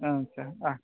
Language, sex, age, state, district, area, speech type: Santali, male, 30-45, West Bengal, Malda, rural, conversation